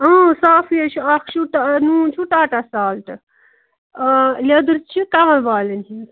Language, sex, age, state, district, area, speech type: Kashmiri, female, 30-45, Jammu and Kashmir, Ganderbal, rural, conversation